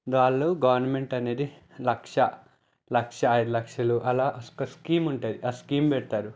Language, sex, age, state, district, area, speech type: Telugu, male, 30-45, Telangana, Peddapalli, rural, spontaneous